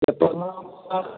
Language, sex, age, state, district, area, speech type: Hindi, male, 45-60, Bihar, Samastipur, rural, conversation